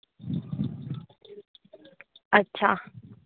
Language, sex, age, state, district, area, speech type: Dogri, female, 30-45, Jammu and Kashmir, Udhampur, urban, conversation